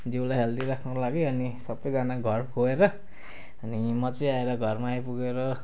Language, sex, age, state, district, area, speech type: Nepali, male, 18-30, West Bengal, Kalimpong, rural, spontaneous